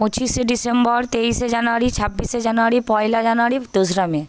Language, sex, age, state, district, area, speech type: Bengali, female, 18-30, West Bengal, Paschim Medinipur, urban, spontaneous